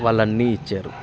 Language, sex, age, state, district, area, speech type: Telugu, male, 30-45, Andhra Pradesh, Bapatla, urban, spontaneous